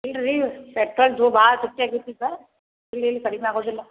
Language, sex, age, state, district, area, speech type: Kannada, female, 60+, Karnataka, Belgaum, rural, conversation